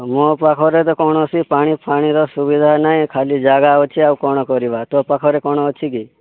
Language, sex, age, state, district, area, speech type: Odia, male, 18-30, Odisha, Boudh, rural, conversation